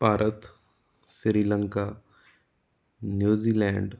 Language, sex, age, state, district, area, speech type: Punjabi, male, 30-45, Punjab, Amritsar, urban, spontaneous